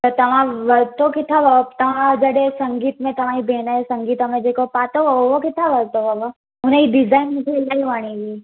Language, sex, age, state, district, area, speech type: Sindhi, female, 18-30, Gujarat, Surat, urban, conversation